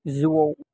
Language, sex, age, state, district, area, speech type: Bodo, male, 18-30, Assam, Baksa, rural, spontaneous